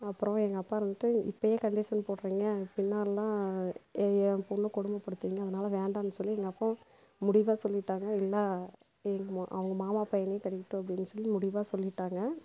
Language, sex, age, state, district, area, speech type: Tamil, female, 30-45, Tamil Nadu, Namakkal, rural, spontaneous